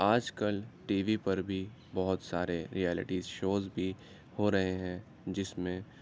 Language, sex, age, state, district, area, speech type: Urdu, male, 30-45, Uttar Pradesh, Aligarh, urban, spontaneous